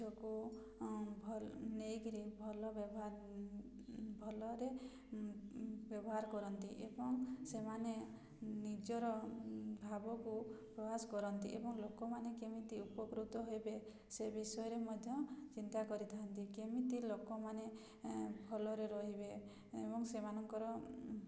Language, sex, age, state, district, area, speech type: Odia, female, 30-45, Odisha, Mayurbhanj, rural, spontaneous